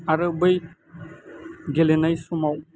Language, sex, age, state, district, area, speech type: Bodo, male, 18-30, Assam, Baksa, rural, spontaneous